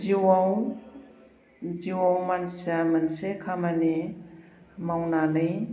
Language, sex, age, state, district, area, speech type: Bodo, female, 45-60, Assam, Baksa, rural, spontaneous